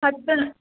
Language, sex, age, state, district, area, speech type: Kannada, female, 18-30, Karnataka, Chitradurga, urban, conversation